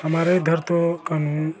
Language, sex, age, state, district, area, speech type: Hindi, male, 45-60, Bihar, Vaishali, urban, spontaneous